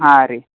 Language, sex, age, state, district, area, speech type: Kannada, male, 18-30, Karnataka, Bidar, urban, conversation